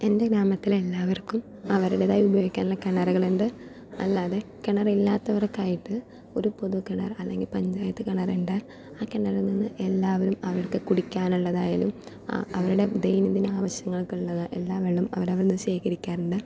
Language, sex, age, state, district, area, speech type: Malayalam, female, 18-30, Kerala, Palakkad, rural, spontaneous